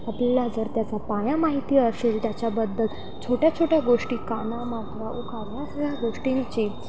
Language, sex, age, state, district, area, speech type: Marathi, female, 18-30, Maharashtra, Nashik, urban, spontaneous